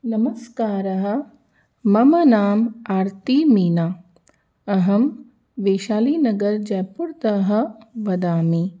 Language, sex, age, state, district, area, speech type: Sanskrit, other, 30-45, Rajasthan, Jaipur, urban, spontaneous